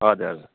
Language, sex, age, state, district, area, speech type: Nepali, male, 18-30, West Bengal, Darjeeling, rural, conversation